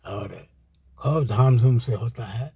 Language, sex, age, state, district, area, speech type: Hindi, male, 60+, Bihar, Muzaffarpur, rural, spontaneous